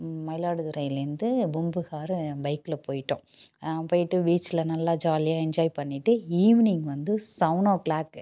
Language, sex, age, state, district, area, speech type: Tamil, female, 30-45, Tamil Nadu, Mayiladuthurai, urban, spontaneous